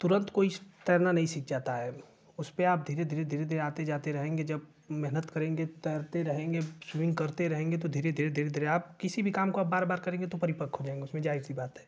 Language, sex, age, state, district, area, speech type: Hindi, male, 18-30, Uttar Pradesh, Ghazipur, rural, spontaneous